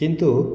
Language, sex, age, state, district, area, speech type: Sanskrit, male, 45-60, Telangana, Mahbubnagar, rural, spontaneous